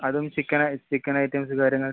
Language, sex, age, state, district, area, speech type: Malayalam, female, 18-30, Kerala, Kozhikode, urban, conversation